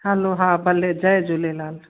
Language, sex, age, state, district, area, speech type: Sindhi, female, 45-60, Gujarat, Kutch, rural, conversation